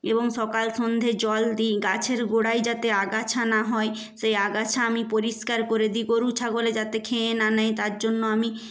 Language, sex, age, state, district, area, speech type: Bengali, female, 30-45, West Bengal, Nadia, rural, spontaneous